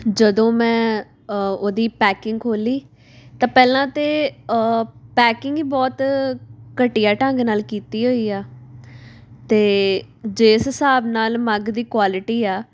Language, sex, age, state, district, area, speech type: Punjabi, female, 18-30, Punjab, Tarn Taran, urban, spontaneous